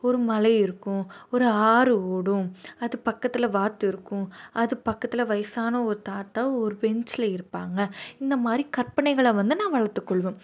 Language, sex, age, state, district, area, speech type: Tamil, female, 18-30, Tamil Nadu, Madurai, urban, spontaneous